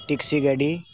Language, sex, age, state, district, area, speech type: Santali, male, 45-60, Jharkhand, Bokaro, rural, spontaneous